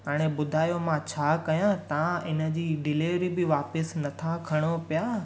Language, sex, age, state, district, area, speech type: Sindhi, male, 18-30, Gujarat, Surat, urban, spontaneous